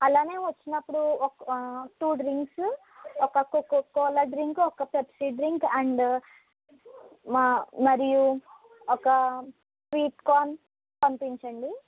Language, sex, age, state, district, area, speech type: Telugu, female, 45-60, Andhra Pradesh, East Godavari, rural, conversation